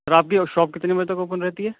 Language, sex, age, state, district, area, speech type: Urdu, male, 18-30, Delhi, East Delhi, urban, conversation